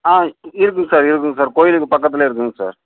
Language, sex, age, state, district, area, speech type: Tamil, male, 60+, Tamil Nadu, Sivaganga, urban, conversation